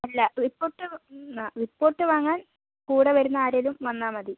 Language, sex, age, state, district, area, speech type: Malayalam, female, 45-60, Kerala, Kozhikode, urban, conversation